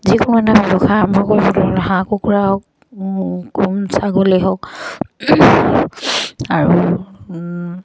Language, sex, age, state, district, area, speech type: Assamese, female, 45-60, Assam, Dibrugarh, rural, spontaneous